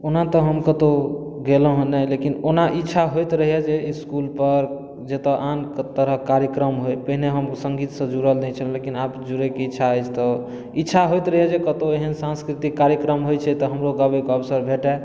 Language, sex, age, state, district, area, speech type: Maithili, male, 18-30, Bihar, Madhubani, rural, spontaneous